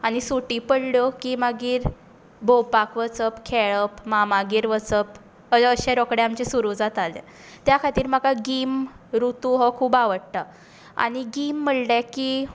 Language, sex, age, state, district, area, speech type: Goan Konkani, female, 18-30, Goa, Tiswadi, rural, spontaneous